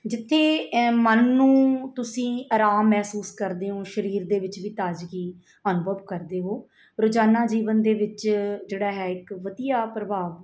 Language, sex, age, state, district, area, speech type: Punjabi, female, 45-60, Punjab, Mansa, urban, spontaneous